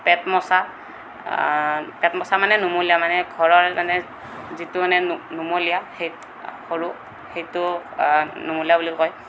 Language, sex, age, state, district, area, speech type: Assamese, male, 18-30, Assam, Kamrup Metropolitan, urban, spontaneous